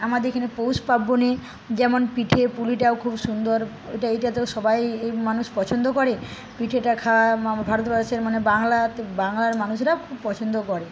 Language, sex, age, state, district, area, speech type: Bengali, female, 30-45, West Bengal, Paschim Medinipur, rural, spontaneous